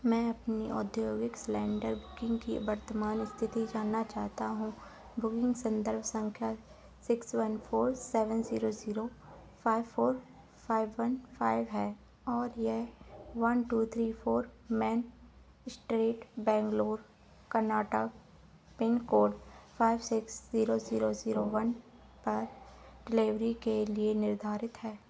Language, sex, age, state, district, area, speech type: Hindi, female, 18-30, Madhya Pradesh, Narsinghpur, rural, read